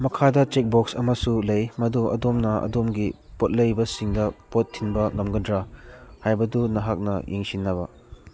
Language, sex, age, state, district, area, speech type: Manipuri, male, 30-45, Manipur, Churachandpur, rural, read